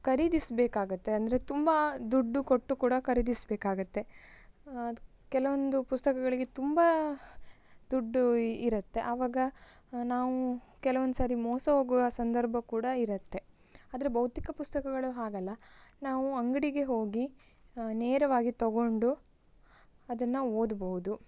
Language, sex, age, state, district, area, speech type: Kannada, female, 18-30, Karnataka, Tumkur, rural, spontaneous